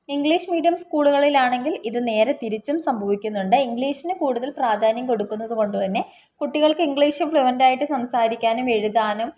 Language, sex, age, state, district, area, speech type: Malayalam, female, 18-30, Kerala, Palakkad, rural, spontaneous